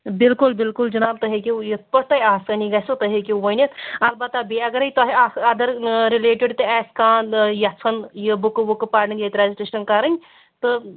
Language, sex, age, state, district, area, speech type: Kashmiri, female, 45-60, Jammu and Kashmir, Kulgam, rural, conversation